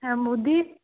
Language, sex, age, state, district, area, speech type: Odia, female, 18-30, Odisha, Dhenkanal, rural, conversation